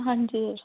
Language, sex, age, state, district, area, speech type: Punjabi, female, 30-45, Punjab, Ludhiana, rural, conversation